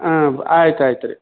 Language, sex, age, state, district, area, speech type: Kannada, male, 60+, Karnataka, Koppal, urban, conversation